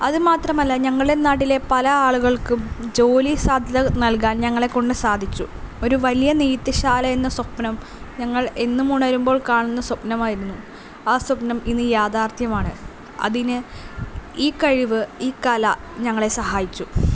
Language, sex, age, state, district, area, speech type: Malayalam, female, 18-30, Kerala, Palakkad, rural, spontaneous